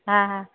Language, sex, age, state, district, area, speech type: Sindhi, female, 30-45, Delhi, South Delhi, urban, conversation